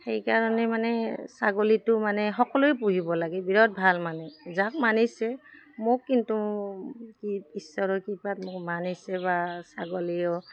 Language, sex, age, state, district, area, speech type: Assamese, female, 45-60, Assam, Udalguri, rural, spontaneous